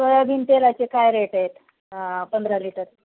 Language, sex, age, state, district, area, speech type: Marathi, female, 30-45, Maharashtra, Osmanabad, rural, conversation